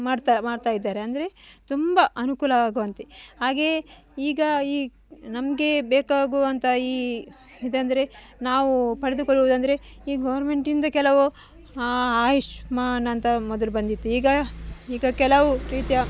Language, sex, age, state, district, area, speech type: Kannada, female, 45-60, Karnataka, Dakshina Kannada, rural, spontaneous